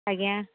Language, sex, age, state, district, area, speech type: Odia, female, 45-60, Odisha, Angul, rural, conversation